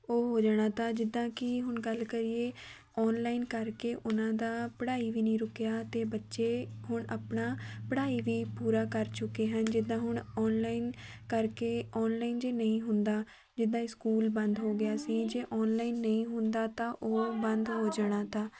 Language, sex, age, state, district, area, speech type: Punjabi, female, 18-30, Punjab, Shaheed Bhagat Singh Nagar, rural, spontaneous